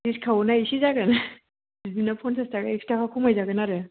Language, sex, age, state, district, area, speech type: Bodo, female, 18-30, Assam, Kokrajhar, urban, conversation